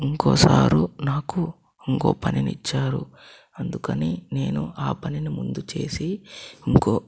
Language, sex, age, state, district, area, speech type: Telugu, male, 30-45, Andhra Pradesh, Chittoor, urban, spontaneous